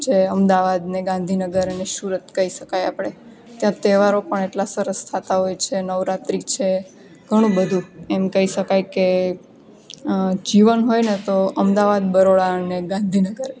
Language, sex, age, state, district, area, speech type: Gujarati, female, 18-30, Gujarat, Junagadh, urban, spontaneous